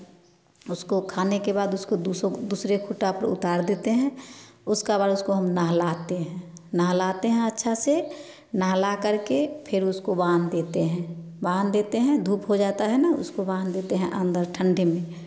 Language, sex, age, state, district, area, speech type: Hindi, female, 30-45, Bihar, Samastipur, rural, spontaneous